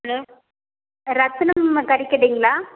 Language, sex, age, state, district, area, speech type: Tamil, female, 45-60, Tamil Nadu, Erode, rural, conversation